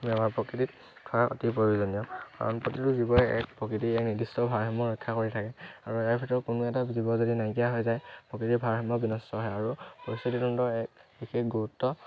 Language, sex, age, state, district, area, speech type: Assamese, male, 18-30, Assam, Dhemaji, urban, spontaneous